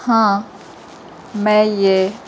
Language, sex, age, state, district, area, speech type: Urdu, female, 30-45, Telangana, Hyderabad, urban, spontaneous